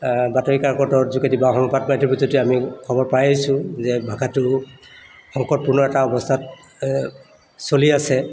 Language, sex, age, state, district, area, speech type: Assamese, male, 60+, Assam, Charaideo, urban, spontaneous